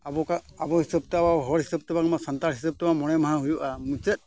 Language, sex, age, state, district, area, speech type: Santali, male, 45-60, Odisha, Mayurbhanj, rural, spontaneous